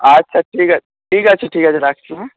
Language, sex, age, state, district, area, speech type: Bengali, male, 45-60, West Bengal, Paschim Medinipur, rural, conversation